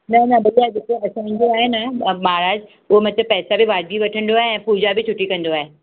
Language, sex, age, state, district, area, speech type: Sindhi, female, 45-60, Maharashtra, Mumbai Suburban, urban, conversation